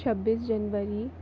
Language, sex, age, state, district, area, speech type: Hindi, female, 18-30, Madhya Pradesh, Jabalpur, urban, spontaneous